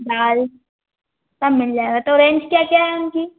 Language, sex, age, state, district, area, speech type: Hindi, female, 18-30, Madhya Pradesh, Harda, urban, conversation